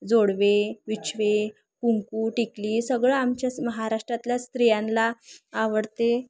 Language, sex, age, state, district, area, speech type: Marathi, female, 18-30, Maharashtra, Thane, rural, spontaneous